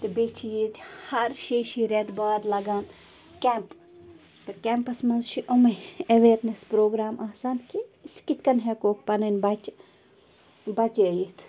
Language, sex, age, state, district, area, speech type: Kashmiri, female, 18-30, Jammu and Kashmir, Bandipora, rural, spontaneous